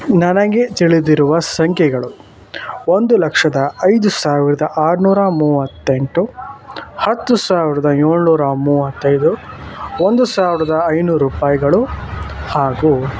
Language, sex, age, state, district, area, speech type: Kannada, male, 18-30, Karnataka, Shimoga, rural, spontaneous